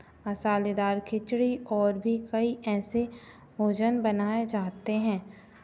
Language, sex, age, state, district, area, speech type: Hindi, female, 30-45, Madhya Pradesh, Hoshangabad, rural, spontaneous